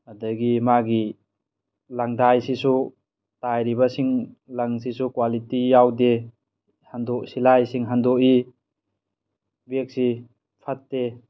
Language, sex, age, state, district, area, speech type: Manipuri, male, 18-30, Manipur, Tengnoupal, rural, spontaneous